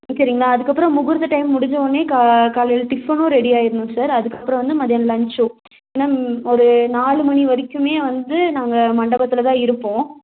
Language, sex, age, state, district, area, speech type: Tamil, female, 18-30, Tamil Nadu, Nilgiris, rural, conversation